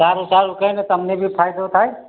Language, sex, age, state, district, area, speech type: Gujarati, male, 45-60, Gujarat, Narmada, rural, conversation